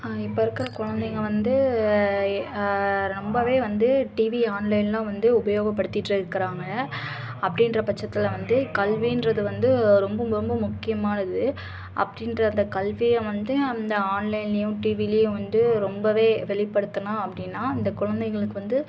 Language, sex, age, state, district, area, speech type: Tamil, female, 18-30, Tamil Nadu, Tirunelveli, rural, spontaneous